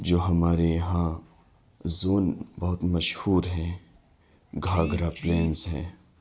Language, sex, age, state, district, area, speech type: Urdu, male, 30-45, Uttar Pradesh, Lucknow, urban, spontaneous